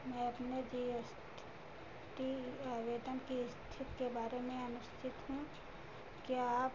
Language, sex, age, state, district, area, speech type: Hindi, female, 60+, Uttar Pradesh, Ayodhya, urban, read